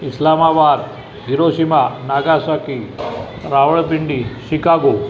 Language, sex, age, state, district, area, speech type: Marathi, male, 45-60, Maharashtra, Buldhana, rural, spontaneous